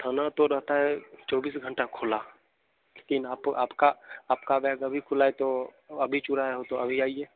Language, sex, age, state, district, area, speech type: Hindi, male, 18-30, Bihar, Begusarai, urban, conversation